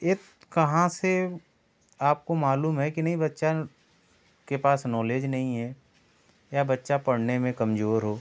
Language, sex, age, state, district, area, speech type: Hindi, male, 30-45, Uttar Pradesh, Ghazipur, urban, spontaneous